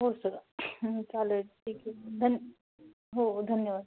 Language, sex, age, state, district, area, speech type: Marathi, female, 18-30, Maharashtra, Jalna, urban, conversation